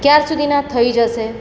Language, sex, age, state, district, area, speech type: Gujarati, female, 45-60, Gujarat, Surat, urban, spontaneous